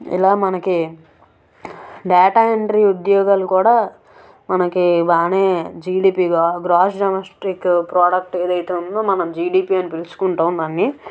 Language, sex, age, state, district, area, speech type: Telugu, female, 18-30, Andhra Pradesh, Anakapalli, urban, spontaneous